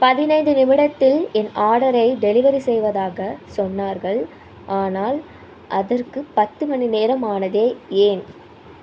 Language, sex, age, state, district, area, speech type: Tamil, female, 18-30, Tamil Nadu, Ariyalur, rural, read